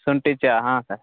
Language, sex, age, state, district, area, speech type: Kannada, male, 30-45, Karnataka, Belgaum, rural, conversation